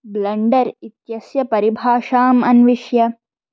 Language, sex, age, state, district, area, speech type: Sanskrit, other, 18-30, Andhra Pradesh, Chittoor, urban, read